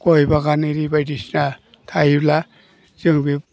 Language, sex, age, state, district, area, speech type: Bodo, male, 60+, Assam, Chirang, urban, spontaneous